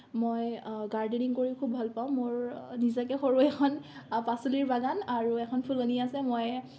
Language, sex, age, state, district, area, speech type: Assamese, female, 18-30, Assam, Kamrup Metropolitan, rural, spontaneous